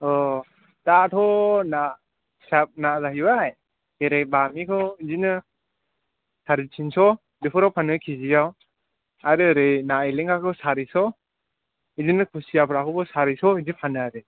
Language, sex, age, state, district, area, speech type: Bodo, male, 18-30, Assam, Chirang, rural, conversation